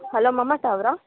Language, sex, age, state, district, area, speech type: Kannada, female, 18-30, Karnataka, Chitradurga, rural, conversation